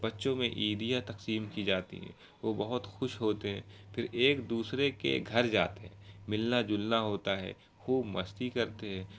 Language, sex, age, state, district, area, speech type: Urdu, male, 18-30, Bihar, Araria, rural, spontaneous